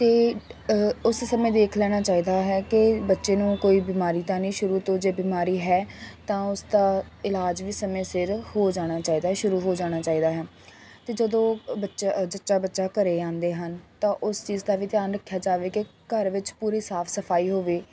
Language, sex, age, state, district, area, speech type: Punjabi, female, 18-30, Punjab, Faridkot, urban, spontaneous